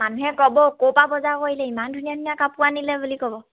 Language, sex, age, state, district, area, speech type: Assamese, female, 18-30, Assam, Dhemaji, urban, conversation